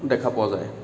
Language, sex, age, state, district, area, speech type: Assamese, male, 30-45, Assam, Kamrup Metropolitan, rural, spontaneous